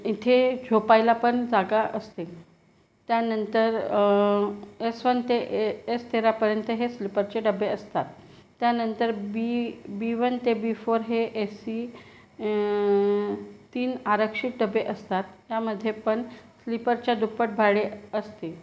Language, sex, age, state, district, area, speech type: Marathi, female, 30-45, Maharashtra, Gondia, rural, spontaneous